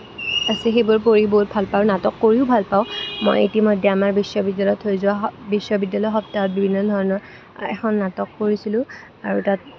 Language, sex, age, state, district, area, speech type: Assamese, female, 18-30, Assam, Kamrup Metropolitan, urban, spontaneous